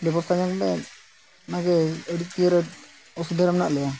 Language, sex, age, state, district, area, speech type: Santali, male, 45-60, Odisha, Mayurbhanj, rural, spontaneous